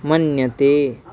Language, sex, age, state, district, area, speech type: Sanskrit, male, 18-30, Odisha, Bargarh, rural, read